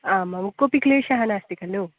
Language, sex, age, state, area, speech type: Sanskrit, female, 18-30, Goa, rural, conversation